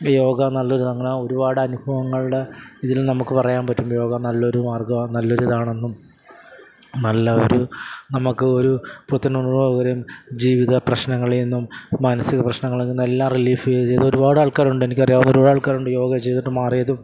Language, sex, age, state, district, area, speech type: Malayalam, male, 30-45, Kerala, Alappuzha, urban, spontaneous